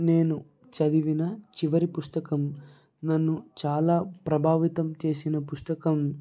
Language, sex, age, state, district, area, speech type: Telugu, male, 18-30, Andhra Pradesh, Anantapur, urban, spontaneous